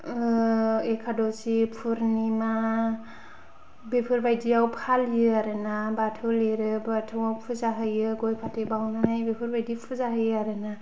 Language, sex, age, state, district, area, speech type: Bodo, female, 18-30, Assam, Kokrajhar, urban, spontaneous